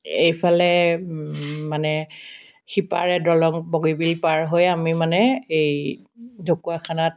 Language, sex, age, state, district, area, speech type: Assamese, female, 60+, Assam, Dibrugarh, rural, spontaneous